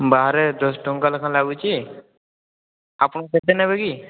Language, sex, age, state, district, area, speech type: Odia, male, 18-30, Odisha, Boudh, rural, conversation